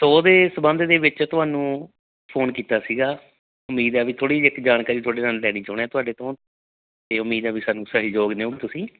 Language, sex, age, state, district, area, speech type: Punjabi, male, 45-60, Punjab, Barnala, rural, conversation